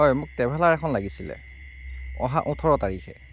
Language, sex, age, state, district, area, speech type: Assamese, male, 18-30, Assam, Jorhat, urban, spontaneous